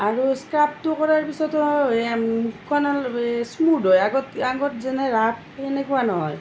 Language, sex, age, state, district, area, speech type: Assamese, female, 45-60, Assam, Nalbari, rural, spontaneous